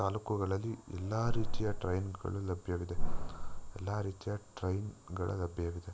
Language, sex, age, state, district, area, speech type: Kannada, male, 18-30, Karnataka, Chikkamagaluru, rural, spontaneous